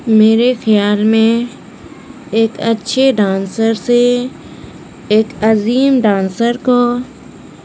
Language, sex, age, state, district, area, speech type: Urdu, female, 30-45, Bihar, Gaya, urban, spontaneous